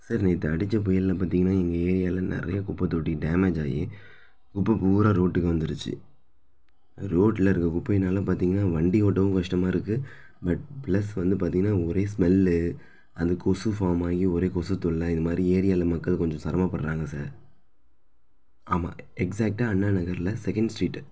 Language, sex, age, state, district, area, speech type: Tamil, male, 30-45, Tamil Nadu, Thanjavur, rural, spontaneous